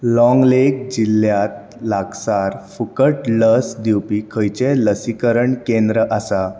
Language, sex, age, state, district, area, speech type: Goan Konkani, male, 18-30, Goa, Bardez, rural, read